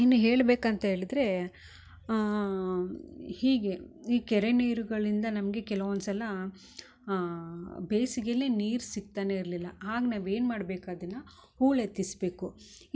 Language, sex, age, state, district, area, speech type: Kannada, female, 30-45, Karnataka, Mysore, rural, spontaneous